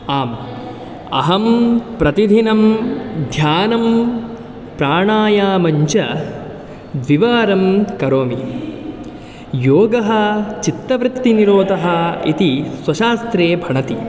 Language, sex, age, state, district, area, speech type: Sanskrit, male, 18-30, Karnataka, Dakshina Kannada, rural, spontaneous